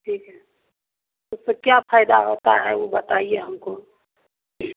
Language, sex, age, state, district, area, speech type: Hindi, female, 30-45, Bihar, Begusarai, rural, conversation